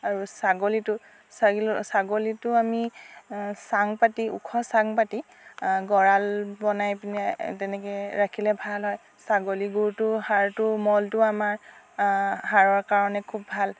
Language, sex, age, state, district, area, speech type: Assamese, female, 30-45, Assam, Dhemaji, rural, spontaneous